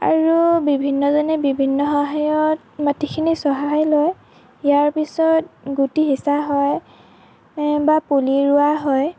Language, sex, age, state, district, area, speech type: Assamese, female, 18-30, Assam, Lakhimpur, rural, spontaneous